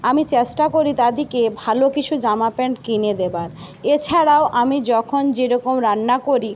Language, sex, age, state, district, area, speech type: Bengali, female, 60+, West Bengal, Jhargram, rural, spontaneous